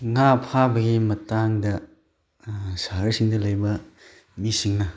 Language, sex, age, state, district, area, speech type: Manipuri, male, 30-45, Manipur, Chandel, rural, spontaneous